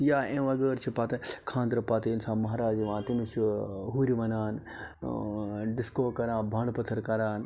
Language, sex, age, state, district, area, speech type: Kashmiri, male, 30-45, Jammu and Kashmir, Budgam, rural, spontaneous